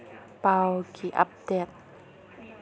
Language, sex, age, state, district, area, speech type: Manipuri, female, 30-45, Manipur, Chandel, rural, read